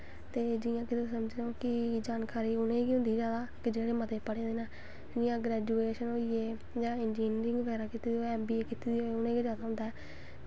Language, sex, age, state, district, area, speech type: Dogri, female, 18-30, Jammu and Kashmir, Samba, rural, spontaneous